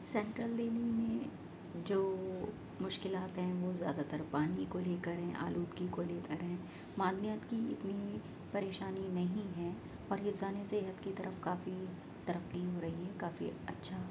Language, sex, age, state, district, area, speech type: Urdu, female, 30-45, Delhi, Central Delhi, urban, spontaneous